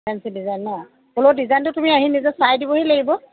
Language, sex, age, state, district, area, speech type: Assamese, female, 30-45, Assam, Sivasagar, rural, conversation